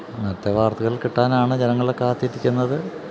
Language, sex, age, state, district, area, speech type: Malayalam, male, 45-60, Kerala, Kottayam, urban, spontaneous